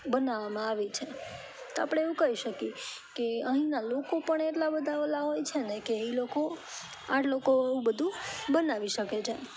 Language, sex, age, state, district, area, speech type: Gujarati, female, 18-30, Gujarat, Rajkot, urban, spontaneous